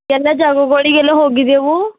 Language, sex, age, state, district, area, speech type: Kannada, female, 18-30, Karnataka, Bidar, urban, conversation